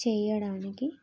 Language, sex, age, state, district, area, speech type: Telugu, female, 30-45, Telangana, Jagtial, rural, spontaneous